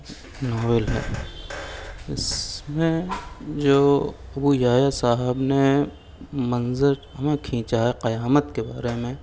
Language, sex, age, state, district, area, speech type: Urdu, male, 18-30, Uttar Pradesh, Shahjahanpur, urban, spontaneous